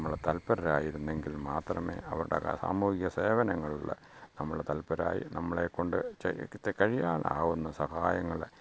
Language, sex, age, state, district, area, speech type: Malayalam, male, 60+, Kerala, Pathanamthitta, rural, spontaneous